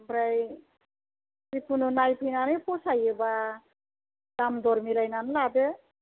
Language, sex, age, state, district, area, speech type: Bodo, female, 60+, Assam, Chirang, urban, conversation